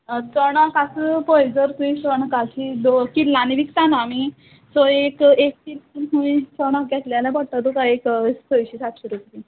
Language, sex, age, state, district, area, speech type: Goan Konkani, female, 18-30, Goa, Murmgao, rural, conversation